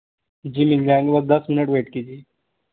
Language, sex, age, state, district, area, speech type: Hindi, male, 18-30, Madhya Pradesh, Betul, rural, conversation